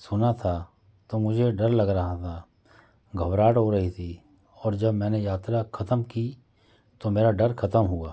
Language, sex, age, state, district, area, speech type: Hindi, male, 45-60, Madhya Pradesh, Jabalpur, urban, spontaneous